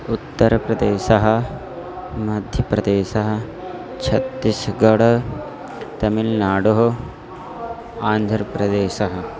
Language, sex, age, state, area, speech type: Sanskrit, male, 18-30, Uttar Pradesh, rural, spontaneous